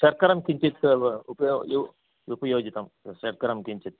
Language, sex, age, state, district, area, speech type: Sanskrit, male, 60+, Karnataka, Bangalore Urban, urban, conversation